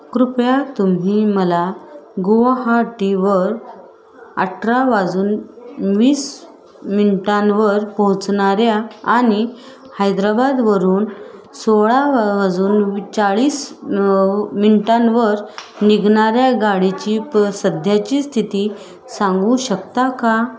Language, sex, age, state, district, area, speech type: Marathi, female, 30-45, Maharashtra, Osmanabad, rural, read